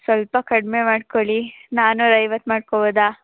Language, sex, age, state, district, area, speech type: Kannada, female, 18-30, Karnataka, Mandya, rural, conversation